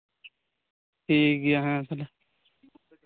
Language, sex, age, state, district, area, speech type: Santali, male, 18-30, West Bengal, Birbhum, rural, conversation